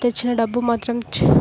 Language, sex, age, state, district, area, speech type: Telugu, female, 18-30, Telangana, Medak, urban, spontaneous